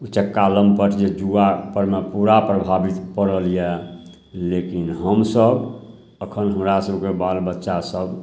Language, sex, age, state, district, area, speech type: Maithili, male, 60+, Bihar, Samastipur, urban, spontaneous